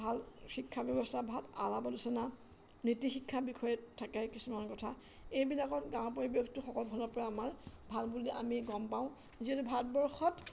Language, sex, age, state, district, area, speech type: Assamese, female, 60+, Assam, Majuli, urban, spontaneous